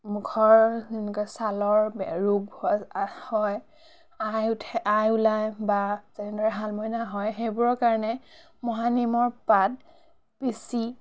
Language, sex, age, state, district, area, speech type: Assamese, female, 30-45, Assam, Biswanath, rural, spontaneous